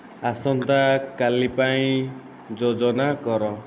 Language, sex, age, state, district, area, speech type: Odia, male, 18-30, Odisha, Nayagarh, rural, read